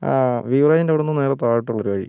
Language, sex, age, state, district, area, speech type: Malayalam, female, 18-30, Kerala, Wayanad, rural, spontaneous